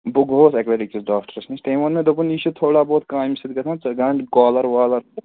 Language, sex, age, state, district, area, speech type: Kashmiri, male, 18-30, Jammu and Kashmir, Srinagar, urban, conversation